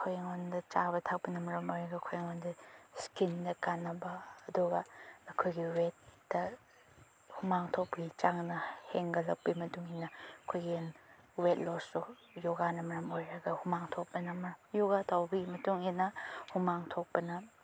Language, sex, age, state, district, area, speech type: Manipuri, female, 30-45, Manipur, Chandel, rural, spontaneous